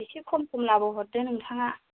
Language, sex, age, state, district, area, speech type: Bodo, female, 30-45, Assam, Chirang, rural, conversation